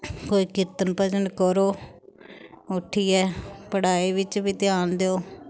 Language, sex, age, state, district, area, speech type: Dogri, female, 30-45, Jammu and Kashmir, Samba, rural, spontaneous